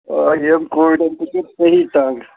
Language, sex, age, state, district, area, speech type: Kashmiri, male, 30-45, Jammu and Kashmir, Srinagar, urban, conversation